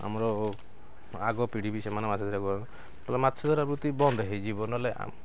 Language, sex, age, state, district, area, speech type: Odia, male, 45-60, Odisha, Kendrapara, urban, spontaneous